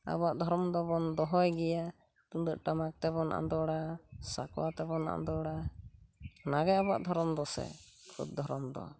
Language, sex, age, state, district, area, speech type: Santali, female, 45-60, West Bengal, Purulia, rural, spontaneous